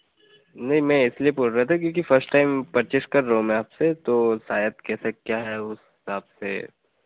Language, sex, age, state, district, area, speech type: Hindi, male, 30-45, Madhya Pradesh, Betul, rural, conversation